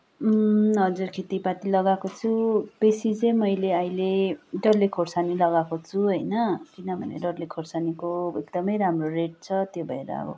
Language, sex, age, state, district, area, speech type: Nepali, female, 30-45, West Bengal, Kalimpong, rural, spontaneous